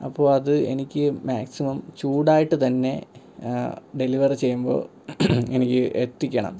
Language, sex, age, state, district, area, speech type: Malayalam, male, 18-30, Kerala, Thiruvananthapuram, rural, spontaneous